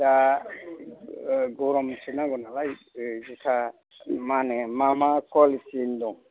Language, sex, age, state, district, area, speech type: Bodo, male, 60+, Assam, Chirang, rural, conversation